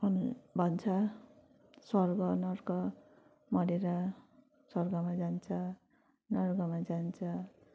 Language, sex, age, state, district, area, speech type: Nepali, female, 18-30, West Bengal, Darjeeling, rural, spontaneous